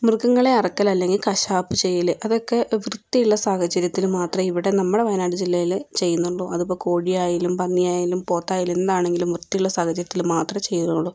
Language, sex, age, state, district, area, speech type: Malayalam, female, 18-30, Kerala, Wayanad, rural, spontaneous